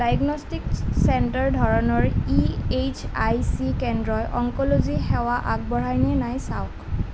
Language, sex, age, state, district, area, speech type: Assamese, female, 18-30, Assam, Nalbari, rural, read